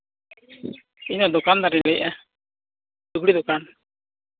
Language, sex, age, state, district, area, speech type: Santali, male, 45-60, Jharkhand, East Singhbhum, rural, conversation